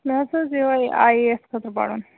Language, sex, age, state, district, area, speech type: Kashmiri, female, 30-45, Jammu and Kashmir, Kulgam, rural, conversation